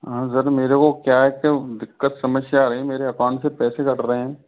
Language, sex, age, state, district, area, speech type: Hindi, male, 45-60, Rajasthan, Karauli, rural, conversation